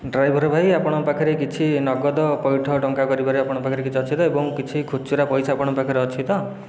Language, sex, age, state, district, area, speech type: Odia, male, 30-45, Odisha, Khordha, rural, spontaneous